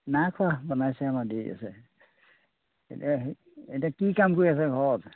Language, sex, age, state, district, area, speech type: Assamese, male, 60+, Assam, Majuli, urban, conversation